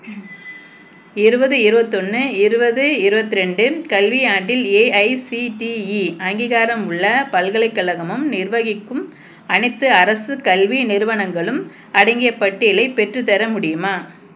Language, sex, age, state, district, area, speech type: Tamil, female, 45-60, Tamil Nadu, Dharmapuri, urban, read